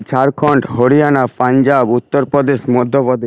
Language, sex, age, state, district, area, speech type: Bengali, male, 60+, West Bengal, Jhargram, rural, spontaneous